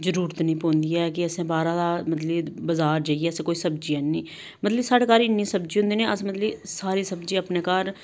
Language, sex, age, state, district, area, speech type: Dogri, female, 30-45, Jammu and Kashmir, Samba, rural, spontaneous